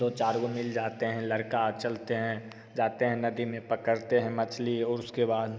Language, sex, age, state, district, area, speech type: Hindi, male, 18-30, Bihar, Begusarai, rural, spontaneous